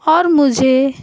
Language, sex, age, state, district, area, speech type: Urdu, female, 18-30, Bihar, Gaya, urban, spontaneous